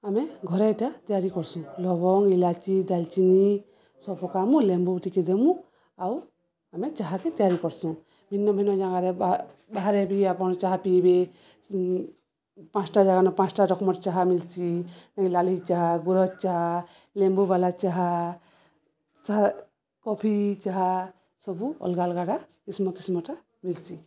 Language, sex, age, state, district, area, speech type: Odia, female, 45-60, Odisha, Balangir, urban, spontaneous